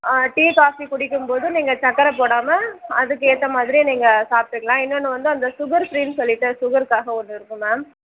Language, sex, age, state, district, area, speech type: Tamil, female, 30-45, Tamil Nadu, Nagapattinam, rural, conversation